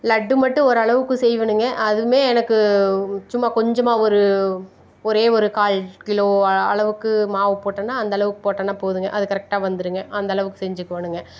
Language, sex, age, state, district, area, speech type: Tamil, female, 45-60, Tamil Nadu, Tiruppur, rural, spontaneous